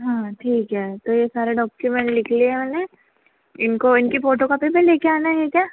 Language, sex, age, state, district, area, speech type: Hindi, female, 30-45, Madhya Pradesh, Harda, urban, conversation